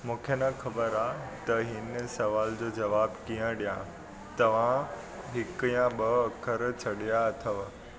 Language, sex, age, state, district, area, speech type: Sindhi, male, 18-30, Gujarat, Surat, urban, read